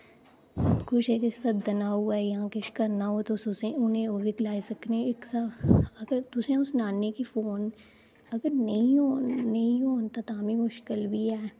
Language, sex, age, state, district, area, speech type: Dogri, female, 18-30, Jammu and Kashmir, Udhampur, rural, spontaneous